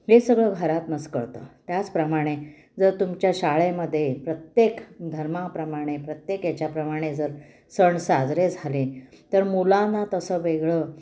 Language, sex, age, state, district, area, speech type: Marathi, female, 60+, Maharashtra, Nashik, urban, spontaneous